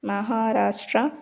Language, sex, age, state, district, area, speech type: Telugu, female, 18-30, Telangana, Karimnagar, rural, spontaneous